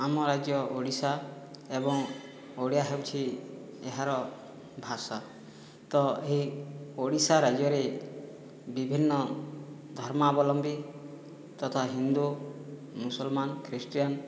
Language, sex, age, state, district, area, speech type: Odia, male, 30-45, Odisha, Boudh, rural, spontaneous